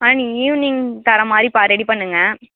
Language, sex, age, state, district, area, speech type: Tamil, female, 18-30, Tamil Nadu, Thanjavur, urban, conversation